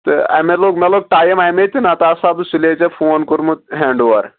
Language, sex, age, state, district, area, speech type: Kashmiri, male, 18-30, Jammu and Kashmir, Anantnag, rural, conversation